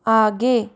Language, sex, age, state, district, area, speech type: Hindi, female, 45-60, Rajasthan, Jaipur, urban, read